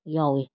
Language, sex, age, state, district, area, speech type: Manipuri, female, 30-45, Manipur, Kakching, rural, spontaneous